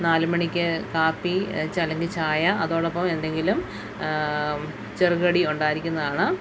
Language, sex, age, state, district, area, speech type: Malayalam, female, 30-45, Kerala, Alappuzha, rural, spontaneous